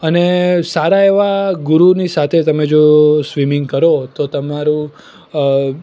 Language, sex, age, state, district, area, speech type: Gujarati, male, 18-30, Gujarat, Surat, urban, spontaneous